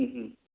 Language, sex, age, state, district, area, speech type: Manipuri, male, 60+, Manipur, Thoubal, rural, conversation